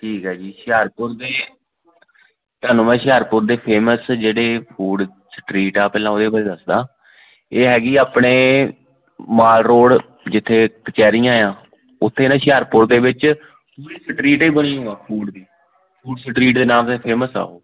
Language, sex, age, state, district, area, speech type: Punjabi, male, 30-45, Punjab, Hoshiarpur, rural, conversation